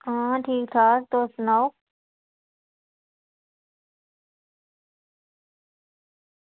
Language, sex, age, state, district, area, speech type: Dogri, female, 30-45, Jammu and Kashmir, Udhampur, rural, conversation